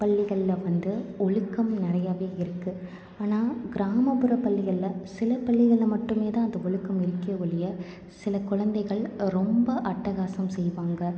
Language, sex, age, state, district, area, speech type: Tamil, female, 18-30, Tamil Nadu, Tiruppur, rural, spontaneous